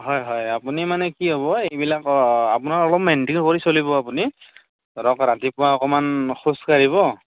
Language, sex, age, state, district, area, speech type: Assamese, male, 18-30, Assam, Barpeta, rural, conversation